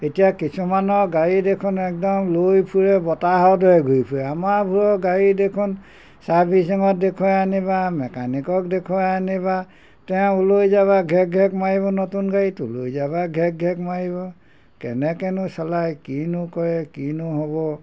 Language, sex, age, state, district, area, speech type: Assamese, male, 60+, Assam, Golaghat, urban, spontaneous